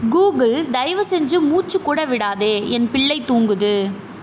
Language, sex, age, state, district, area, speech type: Tamil, female, 30-45, Tamil Nadu, Mayiladuthurai, urban, read